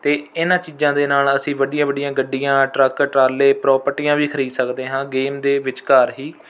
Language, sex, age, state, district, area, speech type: Punjabi, male, 18-30, Punjab, Rupnagar, urban, spontaneous